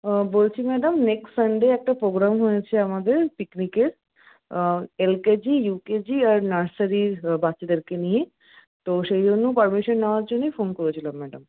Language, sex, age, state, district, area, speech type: Bengali, female, 60+, West Bengal, Paschim Bardhaman, rural, conversation